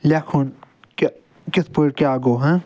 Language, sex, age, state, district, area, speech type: Kashmiri, male, 60+, Jammu and Kashmir, Srinagar, urban, spontaneous